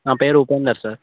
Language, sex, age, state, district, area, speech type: Telugu, male, 18-30, Telangana, Bhadradri Kothagudem, urban, conversation